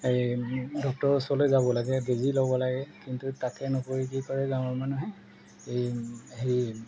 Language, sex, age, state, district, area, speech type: Assamese, male, 45-60, Assam, Golaghat, urban, spontaneous